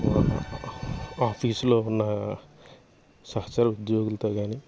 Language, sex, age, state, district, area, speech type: Telugu, male, 30-45, Andhra Pradesh, Alluri Sitarama Raju, urban, spontaneous